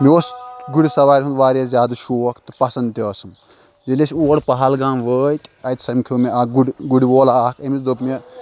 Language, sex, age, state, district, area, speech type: Kashmiri, male, 18-30, Jammu and Kashmir, Kulgam, rural, spontaneous